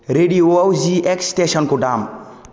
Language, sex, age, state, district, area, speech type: Bodo, male, 18-30, Assam, Kokrajhar, rural, read